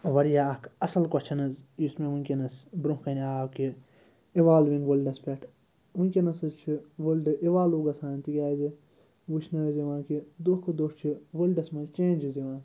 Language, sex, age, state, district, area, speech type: Kashmiri, male, 30-45, Jammu and Kashmir, Bandipora, rural, spontaneous